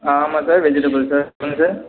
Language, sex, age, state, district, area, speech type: Tamil, male, 18-30, Tamil Nadu, Perambalur, rural, conversation